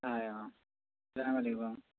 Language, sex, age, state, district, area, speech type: Assamese, male, 30-45, Assam, Majuli, urban, conversation